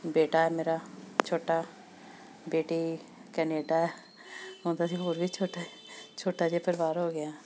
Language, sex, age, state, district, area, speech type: Punjabi, female, 45-60, Punjab, Amritsar, urban, spontaneous